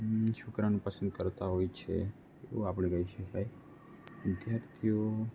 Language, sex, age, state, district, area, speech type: Gujarati, male, 18-30, Gujarat, Narmada, rural, spontaneous